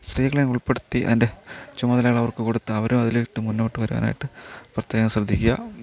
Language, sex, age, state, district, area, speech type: Malayalam, male, 30-45, Kerala, Thiruvananthapuram, rural, spontaneous